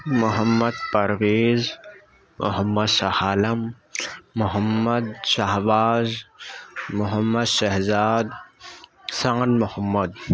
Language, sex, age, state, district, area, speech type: Urdu, male, 30-45, Uttar Pradesh, Gautam Buddha Nagar, urban, spontaneous